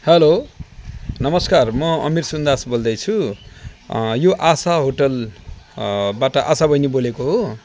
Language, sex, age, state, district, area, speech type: Nepali, male, 45-60, West Bengal, Jalpaiguri, rural, spontaneous